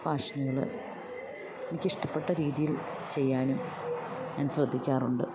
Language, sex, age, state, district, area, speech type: Malayalam, female, 45-60, Kerala, Idukki, rural, spontaneous